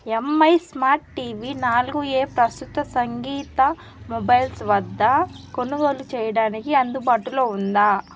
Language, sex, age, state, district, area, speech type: Telugu, female, 18-30, Andhra Pradesh, Nellore, rural, read